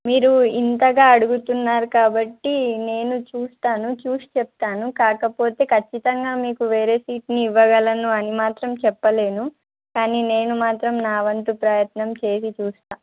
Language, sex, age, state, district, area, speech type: Telugu, female, 18-30, Telangana, Kamareddy, urban, conversation